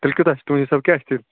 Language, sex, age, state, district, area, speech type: Kashmiri, male, 30-45, Jammu and Kashmir, Ganderbal, rural, conversation